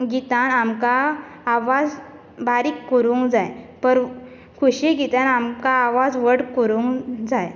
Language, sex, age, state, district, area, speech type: Goan Konkani, female, 18-30, Goa, Bardez, urban, spontaneous